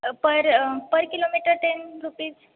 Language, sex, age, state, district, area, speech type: Marathi, female, 18-30, Maharashtra, Kolhapur, urban, conversation